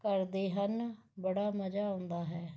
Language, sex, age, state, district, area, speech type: Punjabi, female, 45-60, Punjab, Mohali, urban, spontaneous